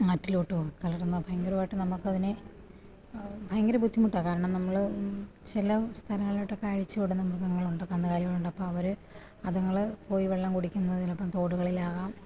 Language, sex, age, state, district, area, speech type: Malayalam, female, 30-45, Kerala, Pathanamthitta, rural, spontaneous